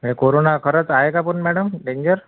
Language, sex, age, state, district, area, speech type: Marathi, male, 45-60, Maharashtra, Akola, urban, conversation